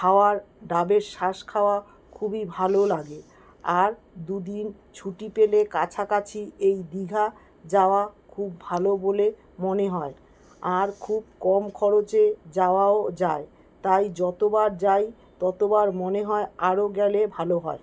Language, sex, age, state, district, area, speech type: Bengali, female, 45-60, West Bengal, Kolkata, urban, spontaneous